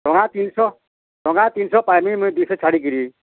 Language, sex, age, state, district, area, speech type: Odia, male, 45-60, Odisha, Bargarh, urban, conversation